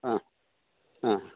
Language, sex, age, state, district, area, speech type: Malayalam, male, 60+, Kerala, Idukki, rural, conversation